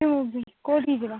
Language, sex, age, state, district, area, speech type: Odia, female, 18-30, Odisha, Ganjam, urban, conversation